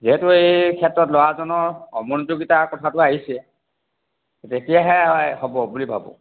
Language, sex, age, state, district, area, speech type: Assamese, male, 60+, Assam, Charaideo, urban, conversation